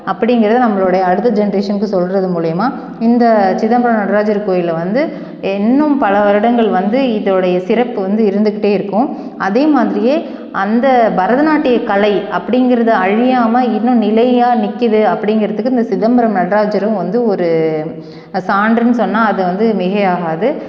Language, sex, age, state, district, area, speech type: Tamil, female, 30-45, Tamil Nadu, Cuddalore, rural, spontaneous